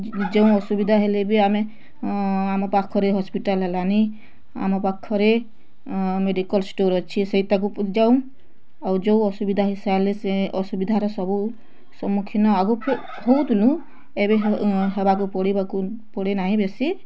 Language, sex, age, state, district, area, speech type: Odia, female, 18-30, Odisha, Bargarh, rural, spontaneous